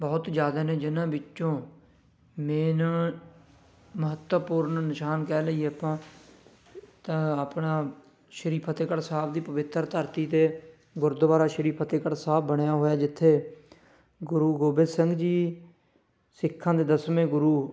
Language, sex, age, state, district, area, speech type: Punjabi, male, 18-30, Punjab, Fatehgarh Sahib, rural, spontaneous